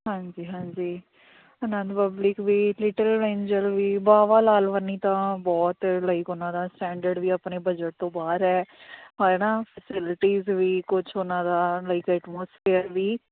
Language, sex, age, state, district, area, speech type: Punjabi, female, 30-45, Punjab, Kapurthala, urban, conversation